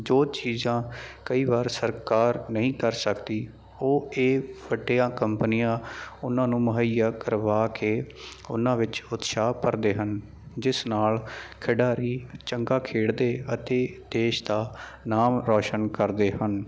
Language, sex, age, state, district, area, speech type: Punjabi, male, 30-45, Punjab, Mansa, rural, spontaneous